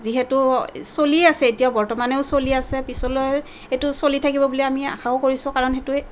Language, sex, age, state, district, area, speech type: Assamese, female, 30-45, Assam, Kamrup Metropolitan, urban, spontaneous